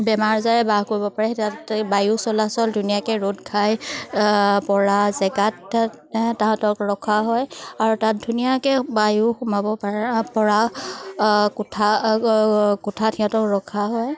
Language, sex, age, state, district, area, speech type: Assamese, female, 30-45, Assam, Charaideo, urban, spontaneous